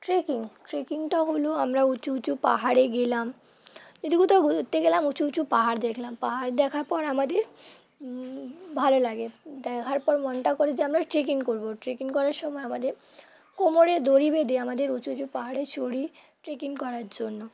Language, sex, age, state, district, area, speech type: Bengali, female, 18-30, West Bengal, Hooghly, urban, spontaneous